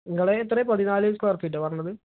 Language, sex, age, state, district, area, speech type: Malayalam, male, 18-30, Kerala, Malappuram, rural, conversation